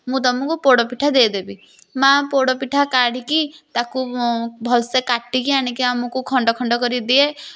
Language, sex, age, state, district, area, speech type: Odia, female, 18-30, Odisha, Puri, urban, spontaneous